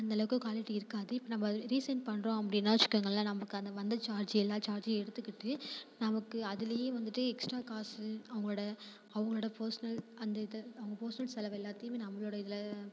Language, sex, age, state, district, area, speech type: Tamil, female, 18-30, Tamil Nadu, Thanjavur, rural, spontaneous